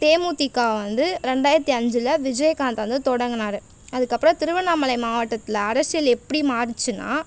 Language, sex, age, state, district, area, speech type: Tamil, female, 18-30, Tamil Nadu, Tiruvannamalai, rural, spontaneous